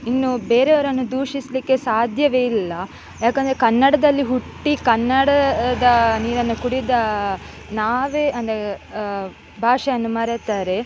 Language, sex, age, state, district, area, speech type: Kannada, female, 18-30, Karnataka, Dakshina Kannada, rural, spontaneous